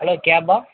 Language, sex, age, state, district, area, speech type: Tamil, male, 18-30, Tamil Nadu, Mayiladuthurai, urban, conversation